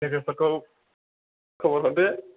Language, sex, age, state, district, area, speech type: Bodo, male, 30-45, Assam, Chirang, rural, conversation